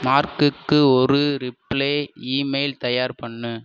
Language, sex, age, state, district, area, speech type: Tamil, male, 18-30, Tamil Nadu, Sivaganga, rural, read